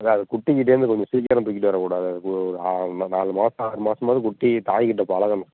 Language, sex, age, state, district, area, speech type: Tamil, male, 30-45, Tamil Nadu, Thanjavur, rural, conversation